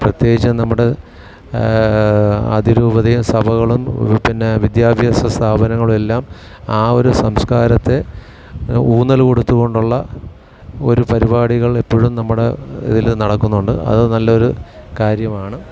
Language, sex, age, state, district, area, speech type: Malayalam, male, 60+, Kerala, Alappuzha, rural, spontaneous